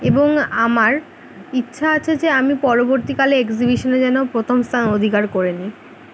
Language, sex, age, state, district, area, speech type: Bengali, female, 18-30, West Bengal, Kolkata, urban, spontaneous